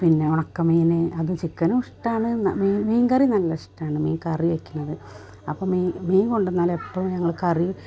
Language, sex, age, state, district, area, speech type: Malayalam, female, 45-60, Kerala, Malappuram, rural, spontaneous